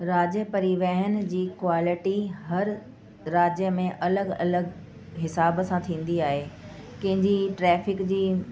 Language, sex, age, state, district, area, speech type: Sindhi, female, 45-60, Delhi, South Delhi, urban, spontaneous